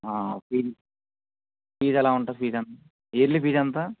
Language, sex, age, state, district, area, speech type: Telugu, male, 18-30, Andhra Pradesh, Vizianagaram, rural, conversation